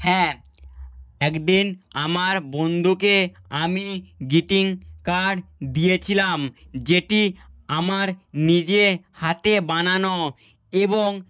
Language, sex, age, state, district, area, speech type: Bengali, male, 45-60, West Bengal, Nadia, rural, spontaneous